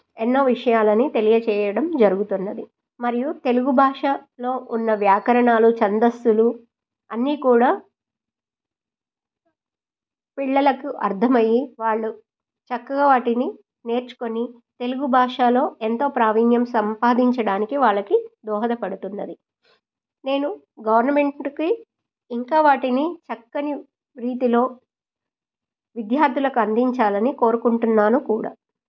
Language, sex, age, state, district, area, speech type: Telugu, female, 45-60, Telangana, Medchal, rural, spontaneous